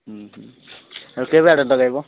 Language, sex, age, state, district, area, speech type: Odia, male, 18-30, Odisha, Nabarangpur, urban, conversation